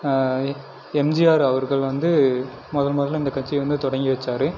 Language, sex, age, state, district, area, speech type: Tamil, male, 18-30, Tamil Nadu, Erode, rural, spontaneous